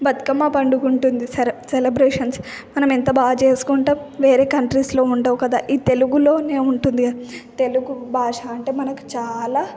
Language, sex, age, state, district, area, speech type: Telugu, female, 18-30, Telangana, Hyderabad, urban, spontaneous